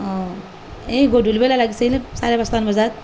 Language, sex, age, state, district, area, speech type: Assamese, female, 30-45, Assam, Nalbari, rural, spontaneous